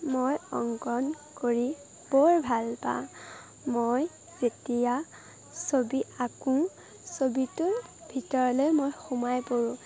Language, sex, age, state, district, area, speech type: Assamese, female, 18-30, Assam, Majuli, urban, spontaneous